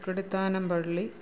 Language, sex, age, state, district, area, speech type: Malayalam, female, 45-60, Kerala, Kollam, rural, spontaneous